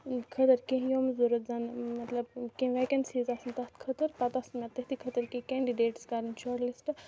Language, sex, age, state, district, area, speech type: Kashmiri, female, 18-30, Jammu and Kashmir, Kupwara, rural, spontaneous